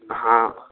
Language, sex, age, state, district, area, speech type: Hindi, male, 60+, Rajasthan, Karauli, rural, conversation